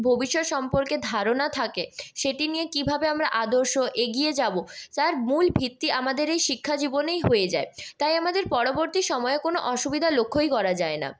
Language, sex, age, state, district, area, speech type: Bengali, female, 18-30, West Bengal, Purulia, urban, spontaneous